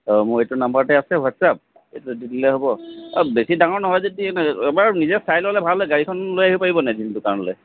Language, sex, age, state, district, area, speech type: Assamese, male, 45-60, Assam, Charaideo, urban, conversation